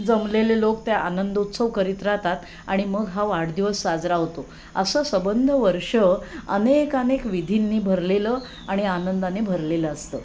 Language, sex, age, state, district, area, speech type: Marathi, female, 60+, Maharashtra, Sangli, urban, spontaneous